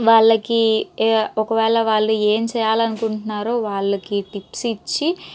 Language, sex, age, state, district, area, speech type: Telugu, female, 18-30, Andhra Pradesh, Guntur, urban, spontaneous